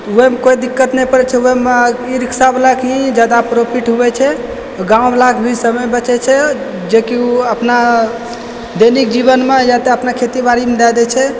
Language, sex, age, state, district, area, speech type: Maithili, male, 18-30, Bihar, Purnia, rural, spontaneous